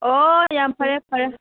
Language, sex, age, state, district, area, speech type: Manipuri, female, 30-45, Manipur, Senapati, rural, conversation